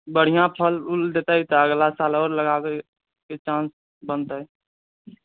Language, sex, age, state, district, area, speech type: Maithili, male, 18-30, Bihar, Purnia, rural, conversation